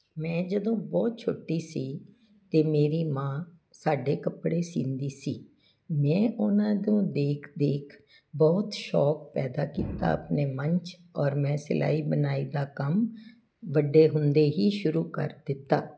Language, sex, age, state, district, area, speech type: Punjabi, female, 60+, Punjab, Jalandhar, urban, spontaneous